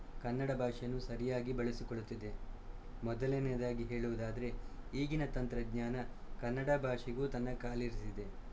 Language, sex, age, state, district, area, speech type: Kannada, male, 18-30, Karnataka, Shimoga, rural, spontaneous